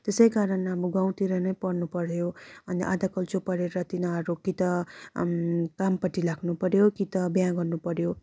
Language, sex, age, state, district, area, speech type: Nepali, female, 18-30, West Bengal, Darjeeling, rural, spontaneous